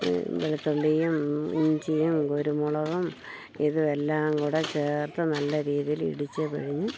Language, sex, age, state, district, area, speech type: Malayalam, female, 60+, Kerala, Thiruvananthapuram, urban, spontaneous